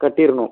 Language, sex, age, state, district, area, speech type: Tamil, male, 18-30, Tamil Nadu, Ariyalur, rural, conversation